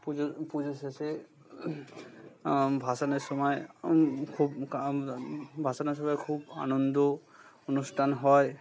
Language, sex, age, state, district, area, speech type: Bengali, male, 45-60, West Bengal, Purba Bardhaman, urban, spontaneous